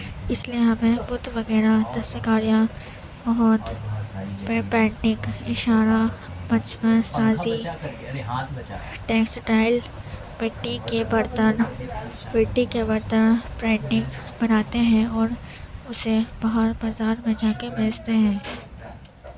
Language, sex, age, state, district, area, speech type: Urdu, female, 18-30, Uttar Pradesh, Gautam Buddha Nagar, rural, spontaneous